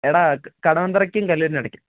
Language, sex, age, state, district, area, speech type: Malayalam, male, 18-30, Kerala, Kottayam, urban, conversation